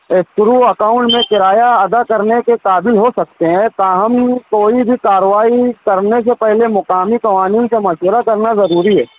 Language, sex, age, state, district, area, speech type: Urdu, male, 18-30, Maharashtra, Nashik, urban, conversation